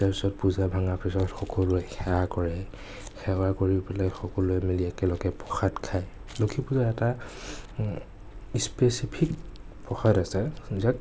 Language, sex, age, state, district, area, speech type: Assamese, male, 30-45, Assam, Nagaon, rural, spontaneous